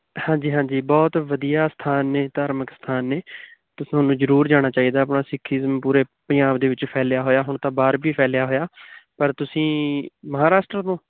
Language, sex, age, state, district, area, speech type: Punjabi, male, 18-30, Punjab, Patiala, rural, conversation